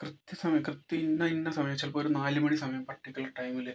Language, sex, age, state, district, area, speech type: Malayalam, male, 30-45, Kerala, Kozhikode, urban, spontaneous